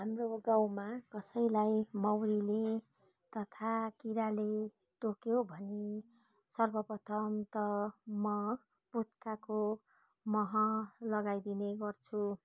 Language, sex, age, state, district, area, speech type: Nepali, female, 45-60, West Bengal, Darjeeling, rural, spontaneous